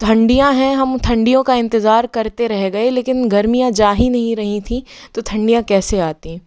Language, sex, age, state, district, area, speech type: Hindi, female, 60+, Madhya Pradesh, Bhopal, urban, spontaneous